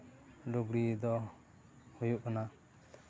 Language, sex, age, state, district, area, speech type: Santali, male, 30-45, West Bengal, Purba Bardhaman, rural, spontaneous